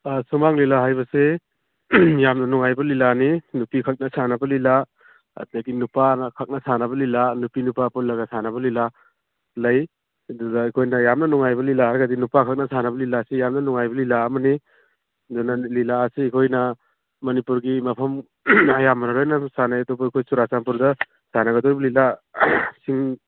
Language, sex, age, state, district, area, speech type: Manipuri, male, 45-60, Manipur, Churachandpur, rural, conversation